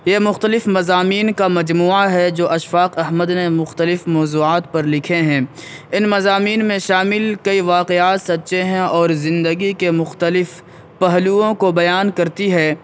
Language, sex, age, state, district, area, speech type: Urdu, male, 18-30, Uttar Pradesh, Saharanpur, urban, spontaneous